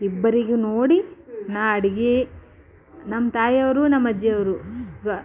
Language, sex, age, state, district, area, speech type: Kannada, female, 45-60, Karnataka, Bidar, urban, spontaneous